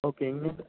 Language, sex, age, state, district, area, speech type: Malayalam, male, 30-45, Kerala, Idukki, rural, conversation